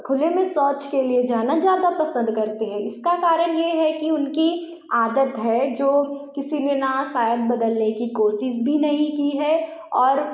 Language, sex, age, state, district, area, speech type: Hindi, female, 18-30, Madhya Pradesh, Betul, rural, spontaneous